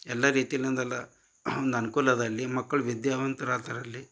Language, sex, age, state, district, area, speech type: Kannada, male, 45-60, Karnataka, Gulbarga, urban, spontaneous